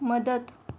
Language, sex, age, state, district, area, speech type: Marathi, female, 18-30, Maharashtra, Wardha, rural, read